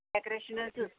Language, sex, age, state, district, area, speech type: Telugu, female, 60+, Andhra Pradesh, Konaseema, rural, conversation